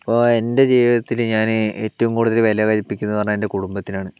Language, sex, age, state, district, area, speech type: Malayalam, male, 60+, Kerala, Palakkad, rural, spontaneous